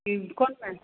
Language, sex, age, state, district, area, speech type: Maithili, female, 45-60, Bihar, Madhepura, urban, conversation